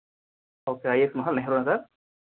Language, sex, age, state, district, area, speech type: Telugu, male, 18-30, Andhra Pradesh, Sri Balaji, rural, conversation